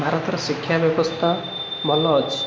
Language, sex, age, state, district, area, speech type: Odia, male, 18-30, Odisha, Cuttack, urban, spontaneous